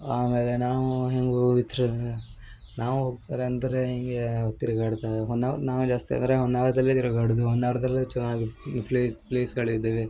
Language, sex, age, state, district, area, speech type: Kannada, male, 18-30, Karnataka, Uttara Kannada, rural, spontaneous